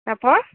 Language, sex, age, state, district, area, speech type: Bengali, female, 18-30, West Bengal, Alipurduar, rural, conversation